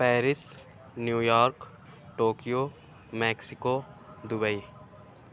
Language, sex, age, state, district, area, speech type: Urdu, male, 45-60, Uttar Pradesh, Aligarh, rural, spontaneous